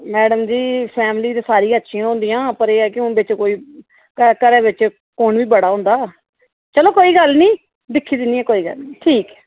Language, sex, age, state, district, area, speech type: Dogri, female, 30-45, Jammu and Kashmir, Reasi, urban, conversation